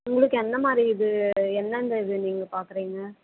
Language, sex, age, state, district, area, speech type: Tamil, female, 18-30, Tamil Nadu, Tirupattur, urban, conversation